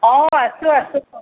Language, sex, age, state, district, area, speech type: Assamese, female, 45-60, Assam, Sonitpur, urban, conversation